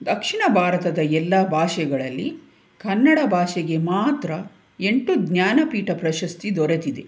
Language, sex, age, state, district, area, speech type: Kannada, female, 45-60, Karnataka, Tumkur, urban, spontaneous